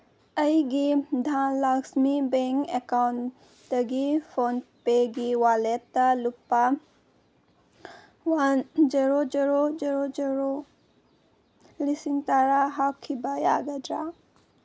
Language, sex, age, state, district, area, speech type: Manipuri, female, 18-30, Manipur, Senapati, urban, read